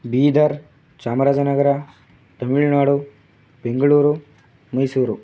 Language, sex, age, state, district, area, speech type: Kannada, male, 18-30, Karnataka, Chamarajanagar, rural, spontaneous